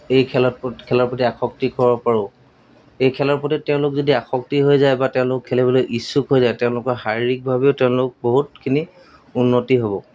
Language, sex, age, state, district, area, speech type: Assamese, male, 30-45, Assam, Golaghat, urban, spontaneous